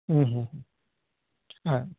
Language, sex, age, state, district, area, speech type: Sanskrit, male, 18-30, West Bengal, North 24 Parganas, rural, conversation